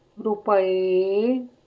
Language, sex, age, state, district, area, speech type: Punjabi, female, 30-45, Punjab, Fazilka, rural, read